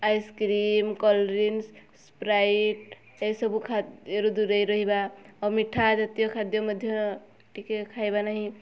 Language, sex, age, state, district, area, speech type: Odia, female, 18-30, Odisha, Mayurbhanj, rural, spontaneous